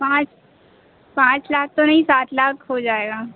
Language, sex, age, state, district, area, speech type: Hindi, female, 18-30, Madhya Pradesh, Harda, urban, conversation